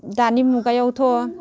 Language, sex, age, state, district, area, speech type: Bodo, female, 60+, Assam, Udalguri, rural, spontaneous